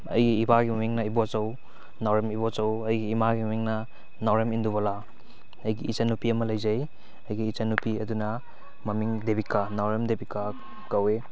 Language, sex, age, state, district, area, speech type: Manipuri, male, 18-30, Manipur, Kakching, rural, spontaneous